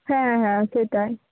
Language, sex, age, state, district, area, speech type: Bengali, female, 30-45, West Bengal, Bankura, urban, conversation